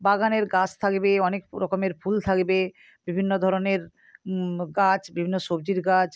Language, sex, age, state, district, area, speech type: Bengali, female, 45-60, West Bengal, Nadia, rural, spontaneous